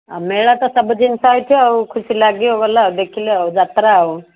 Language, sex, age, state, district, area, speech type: Odia, female, 60+, Odisha, Gajapati, rural, conversation